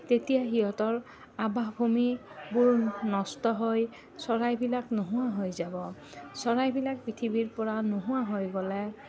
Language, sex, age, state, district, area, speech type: Assamese, female, 30-45, Assam, Goalpara, urban, spontaneous